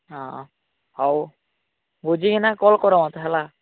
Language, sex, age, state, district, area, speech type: Odia, male, 18-30, Odisha, Nabarangpur, urban, conversation